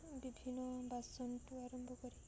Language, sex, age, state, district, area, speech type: Odia, female, 18-30, Odisha, Koraput, urban, spontaneous